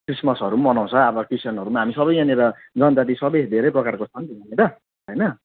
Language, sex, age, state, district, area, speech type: Nepali, male, 30-45, West Bengal, Jalpaiguri, rural, conversation